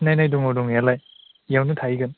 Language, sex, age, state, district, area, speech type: Bodo, male, 30-45, Assam, Chirang, urban, conversation